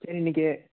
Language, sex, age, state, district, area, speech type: Tamil, male, 18-30, Tamil Nadu, Thanjavur, rural, conversation